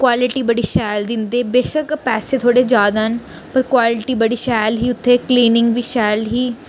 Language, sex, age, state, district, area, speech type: Dogri, female, 18-30, Jammu and Kashmir, Reasi, urban, spontaneous